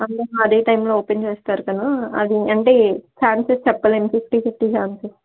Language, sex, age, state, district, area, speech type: Telugu, female, 18-30, Telangana, Warangal, rural, conversation